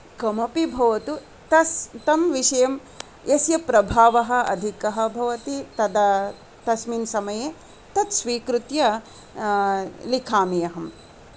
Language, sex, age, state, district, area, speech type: Sanskrit, female, 45-60, Karnataka, Shimoga, urban, spontaneous